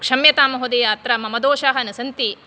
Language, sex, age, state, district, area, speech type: Sanskrit, female, 30-45, Karnataka, Dakshina Kannada, rural, spontaneous